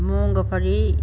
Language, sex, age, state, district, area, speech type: Sindhi, female, 60+, Delhi, South Delhi, rural, spontaneous